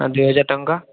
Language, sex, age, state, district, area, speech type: Odia, male, 18-30, Odisha, Boudh, rural, conversation